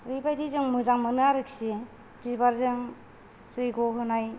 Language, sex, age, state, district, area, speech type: Bodo, female, 45-60, Assam, Kokrajhar, rural, spontaneous